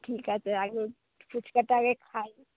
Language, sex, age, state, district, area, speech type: Bengali, female, 60+, West Bengal, Howrah, urban, conversation